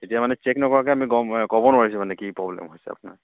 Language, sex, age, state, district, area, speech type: Assamese, male, 30-45, Assam, Charaideo, rural, conversation